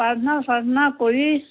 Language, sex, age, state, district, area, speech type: Assamese, female, 60+, Assam, Biswanath, rural, conversation